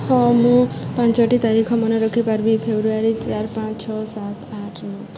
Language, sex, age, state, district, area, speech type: Odia, female, 18-30, Odisha, Subarnapur, urban, spontaneous